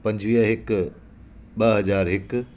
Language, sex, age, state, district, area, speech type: Sindhi, male, 45-60, Delhi, South Delhi, rural, spontaneous